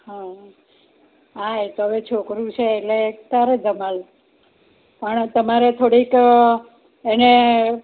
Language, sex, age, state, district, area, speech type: Gujarati, female, 60+, Gujarat, Kheda, rural, conversation